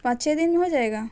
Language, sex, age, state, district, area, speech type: Urdu, female, 18-30, Bihar, Gaya, urban, spontaneous